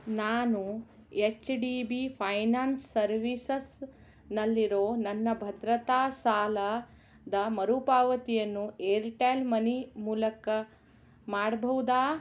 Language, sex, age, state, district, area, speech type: Kannada, female, 60+, Karnataka, Shimoga, rural, read